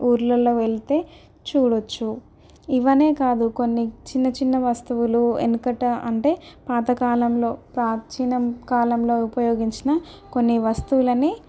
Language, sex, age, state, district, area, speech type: Telugu, female, 18-30, Telangana, Ranga Reddy, rural, spontaneous